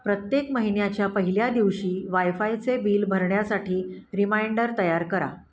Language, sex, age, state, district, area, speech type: Marathi, female, 45-60, Maharashtra, Pune, urban, read